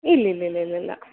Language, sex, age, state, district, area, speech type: Malayalam, female, 18-30, Kerala, Alappuzha, rural, conversation